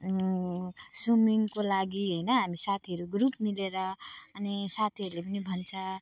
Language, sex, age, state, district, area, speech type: Nepali, female, 45-60, West Bengal, Alipurduar, rural, spontaneous